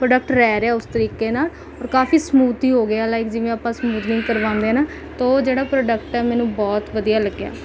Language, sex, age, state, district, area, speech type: Punjabi, female, 18-30, Punjab, Rupnagar, rural, spontaneous